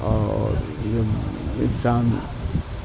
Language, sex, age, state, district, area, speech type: Urdu, male, 60+, Bihar, Supaul, rural, spontaneous